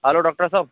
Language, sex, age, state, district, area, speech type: Hindi, male, 30-45, Madhya Pradesh, Hoshangabad, rural, conversation